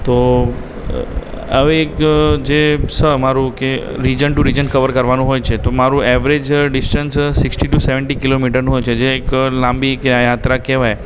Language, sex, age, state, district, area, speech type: Gujarati, male, 18-30, Gujarat, Aravalli, urban, spontaneous